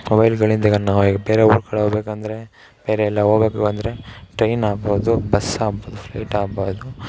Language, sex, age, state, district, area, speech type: Kannada, male, 18-30, Karnataka, Mysore, urban, spontaneous